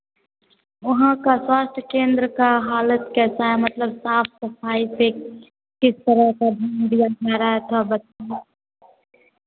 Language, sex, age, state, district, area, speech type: Hindi, female, 18-30, Bihar, Begusarai, rural, conversation